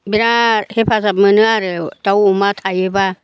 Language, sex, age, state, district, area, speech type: Bodo, female, 60+, Assam, Chirang, rural, spontaneous